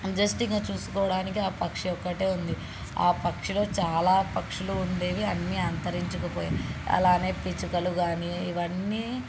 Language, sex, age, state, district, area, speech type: Telugu, female, 18-30, Andhra Pradesh, Krishna, urban, spontaneous